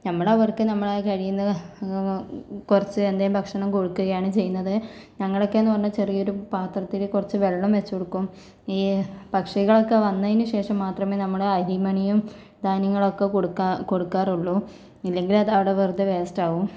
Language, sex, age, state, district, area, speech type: Malayalam, female, 45-60, Kerala, Kozhikode, urban, spontaneous